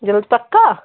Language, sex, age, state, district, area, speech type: Hindi, female, 45-60, Uttar Pradesh, Hardoi, rural, conversation